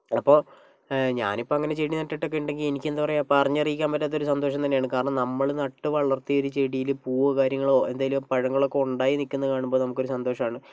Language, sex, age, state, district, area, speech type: Malayalam, male, 18-30, Kerala, Kozhikode, urban, spontaneous